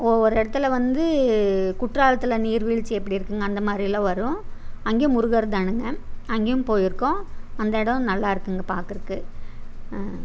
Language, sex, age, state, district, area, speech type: Tamil, female, 30-45, Tamil Nadu, Coimbatore, rural, spontaneous